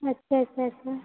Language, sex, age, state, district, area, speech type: Hindi, female, 45-60, Uttar Pradesh, Sitapur, rural, conversation